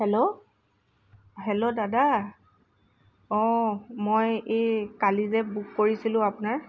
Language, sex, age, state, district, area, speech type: Assamese, female, 30-45, Assam, Lakhimpur, rural, spontaneous